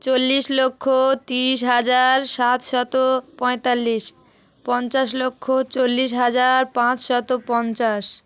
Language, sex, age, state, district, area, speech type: Bengali, female, 18-30, West Bengal, South 24 Parganas, rural, spontaneous